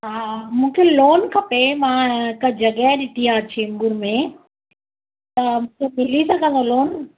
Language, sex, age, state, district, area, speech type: Sindhi, female, 45-60, Maharashtra, Mumbai Suburban, urban, conversation